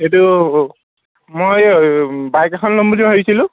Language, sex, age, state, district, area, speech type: Assamese, male, 18-30, Assam, Sivasagar, rural, conversation